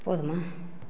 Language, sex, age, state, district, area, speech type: Tamil, female, 60+, Tamil Nadu, Namakkal, rural, spontaneous